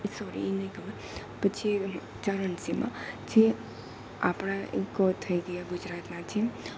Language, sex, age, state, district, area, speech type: Gujarati, female, 18-30, Gujarat, Rajkot, rural, spontaneous